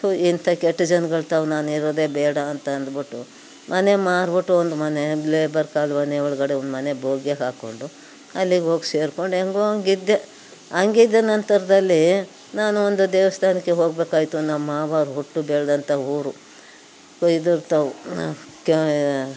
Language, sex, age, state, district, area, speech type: Kannada, female, 60+, Karnataka, Mandya, rural, spontaneous